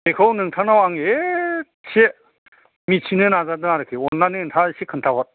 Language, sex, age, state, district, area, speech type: Bodo, male, 60+, Assam, Chirang, rural, conversation